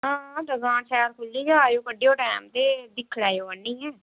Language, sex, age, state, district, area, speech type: Dogri, female, 30-45, Jammu and Kashmir, Reasi, rural, conversation